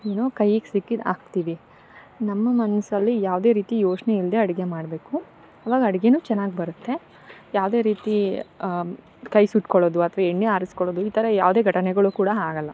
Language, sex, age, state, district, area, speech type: Kannada, female, 18-30, Karnataka, Chikkamagaluru, rural, spontaneous